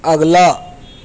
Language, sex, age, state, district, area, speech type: Urdu, male, 18-30, Maharashtra, Nashik, urban, read